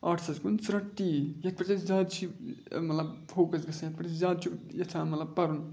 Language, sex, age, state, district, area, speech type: Kashmiri, male, 18-30, Jammu and Kashmir, Budgam, rural, spontaneous